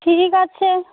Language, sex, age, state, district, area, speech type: Bengali, female, 18-30, West Bengal, Alipurduar, rural, conversation